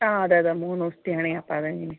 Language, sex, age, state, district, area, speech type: Malayalam, female, 30-45, Kerala, Palakkad, rural, conversation